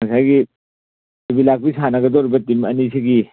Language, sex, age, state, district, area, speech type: Manipuri, male, 60+, Manipur, Churachandpur, urban, conversation